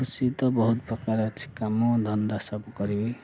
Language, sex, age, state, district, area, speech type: Odia, male, 30-45, Odisha, Ganjam, urban, spontaneous